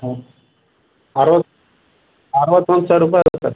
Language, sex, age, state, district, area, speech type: Kannada, male, 30-45, Karnataka, Bidar, urban, conversation